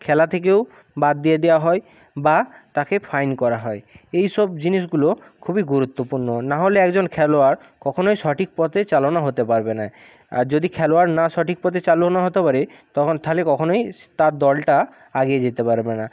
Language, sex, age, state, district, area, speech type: Bengali, male, 45-60, West Bengal, Purba Medinipur, rural, spontaneous